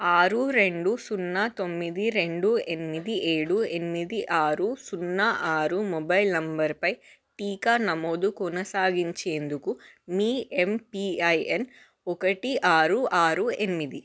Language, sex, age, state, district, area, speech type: Telugu, female, 18-30, Telangana, Hyderabad, urban, read